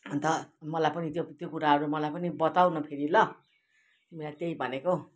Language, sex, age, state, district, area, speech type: Nepali, female, 60+, West Bengal, Kalimpong, rural, spontaneous